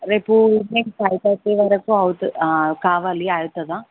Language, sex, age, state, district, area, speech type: Telugu, female, 18-30, Telangana, Jayashankar, urban, conversation